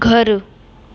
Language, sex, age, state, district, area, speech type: Sindhi, female, 18-30, Maharashtra, Mumbai Suburban, urban, read